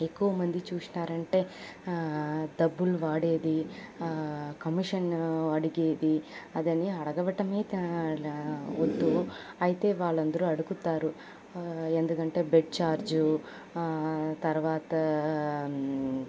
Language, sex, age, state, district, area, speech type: Telugu, female, 18-30, Andhra Pradesh, Sri Balaji, rural, spontaneous